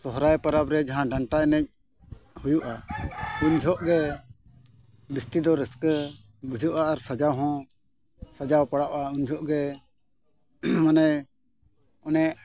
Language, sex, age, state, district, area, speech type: Santali, male, 45-60, Odisha, Mayurbhanj, rural, spontaneous